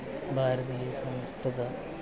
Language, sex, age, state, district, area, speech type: Sanskrit, male, 30-45, Kerala, Thiruvananthapuram, urban, spontaneous